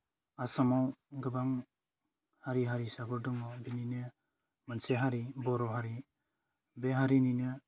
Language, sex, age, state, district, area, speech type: Bodo, male, 18-30, Assam, Udalguri, rural, spontaneous